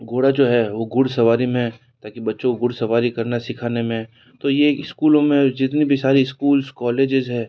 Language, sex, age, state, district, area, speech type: Hindi, male, 60+, Rajasthan, Jodhpur, urban, spontaneous